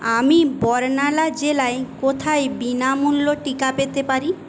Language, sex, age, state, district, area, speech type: Bengali, female, 18-30, West Bengal, Paschim Medinipur, rural, read